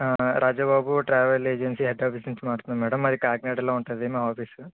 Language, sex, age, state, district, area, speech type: Telugu, male, 60+, Andhra Pradesh, Kakinada, rural, conversation